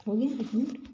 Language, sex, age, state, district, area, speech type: Hindi, female, 45-60, Madhya Pradesh, Jabalpur, urban, spontaneous